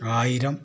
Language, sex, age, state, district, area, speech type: Malayalam, male, 60+, Kerala, Kollam, rural, spontaneous